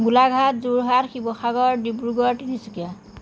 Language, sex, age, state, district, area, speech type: Assamese, female, 45-60, Assam, Jorhat, urban, spontaneous